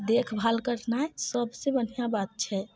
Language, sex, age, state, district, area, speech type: Maithili, female, 45-60, Bihar, Muzaffarpur, rural, spontaneous